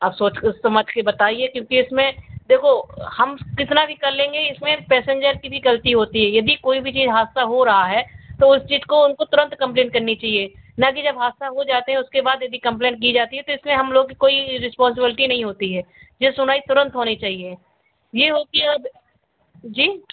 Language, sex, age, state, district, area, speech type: Hindi, female, 60+, Uttar Pradesh, Sitapur, rural, conversation